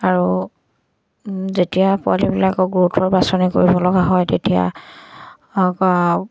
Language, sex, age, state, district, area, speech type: Assamese, female, 45-60, Assam, Dibrugarh, rural, spontaneous